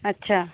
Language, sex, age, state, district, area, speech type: Hindi, female, 30-45, Bihar, Samastipur, rural, conversation